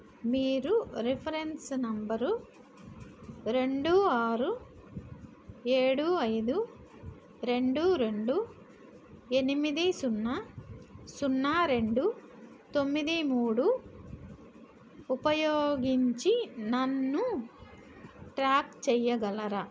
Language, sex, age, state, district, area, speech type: Telugu, female, 60+, Andhra Pradesh, N T Rama Rao, urban, read